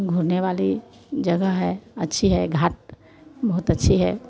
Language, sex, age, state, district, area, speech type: Hindi, female, 60+, Bihar, Vaishali, urban, spontaneous